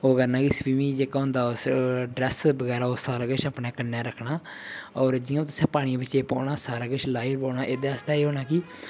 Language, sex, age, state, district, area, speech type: Dogri, male, 18-30, Jammu and Kashmir, Udhampur, rural, spontaneous